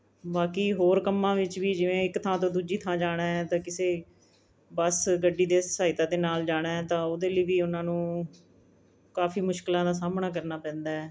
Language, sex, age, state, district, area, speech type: Punjabi, female, 45-60, Punjab, Mohali, urban, spontaneous